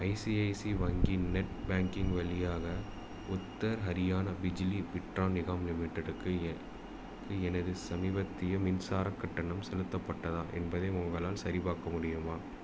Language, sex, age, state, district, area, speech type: Tamil, male, 18-30, Tamil Nadu, Salem, rural, read